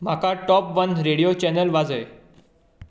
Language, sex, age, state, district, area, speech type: Goan Konkani, male, 18-30, Goa, Tiswadi, rural, read